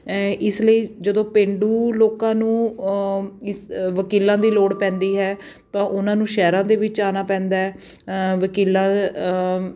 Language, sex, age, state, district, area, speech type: Punjabi, female, 30-45, Punjab, Patiala, urban, spontaneous